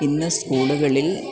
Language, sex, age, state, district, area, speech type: Malayalam, female, 30-45, Kerala, Kollam, rural, spontaneous